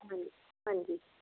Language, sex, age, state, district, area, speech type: Punjabi, female, 30-45, Punjab, Barnala, rural, conversation